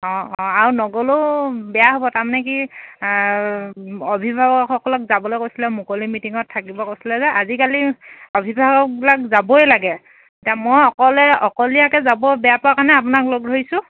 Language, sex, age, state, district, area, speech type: Assamese, female, 30-45, Assam, Dhemaji, rural, conversation